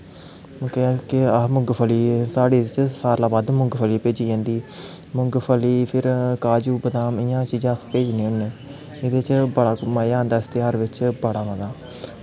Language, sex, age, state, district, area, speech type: Dogri, male, 18-30, Jammu and Kashmir, Kathua, rural, spontaneous